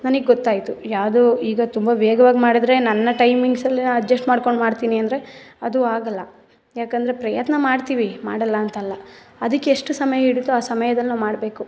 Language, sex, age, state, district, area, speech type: Kannada, female, 18-30, Karnataka, Mysore, rural, spontaneous